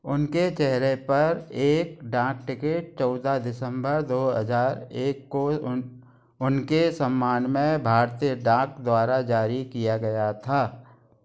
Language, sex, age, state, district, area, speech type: Hindi, male, 45-60, Madhya Pradesh, Gwalior, urban, read